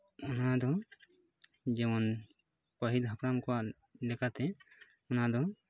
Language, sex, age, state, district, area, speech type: Santali, male, 30-45, West Bengal, Purulia, rural, spontaneous